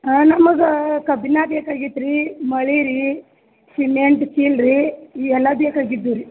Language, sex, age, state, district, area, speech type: Kannada, female, 60+, Karnataka, Belgaum, rural, conversation